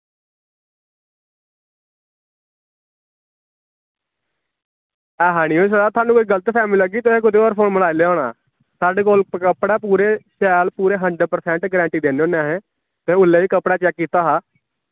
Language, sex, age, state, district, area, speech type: Dogri, male, 18-30, Jammu and Kashmir, Samba, urban, conversation